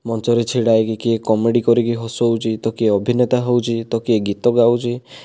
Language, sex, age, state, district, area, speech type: Odia, male, 30-45, Odisha, Kandhamal, rural, spontaneous